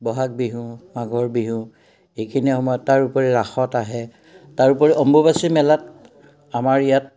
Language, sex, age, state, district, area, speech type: Assamese, male, 60+, Assam, Udalguri, rural, spontaneous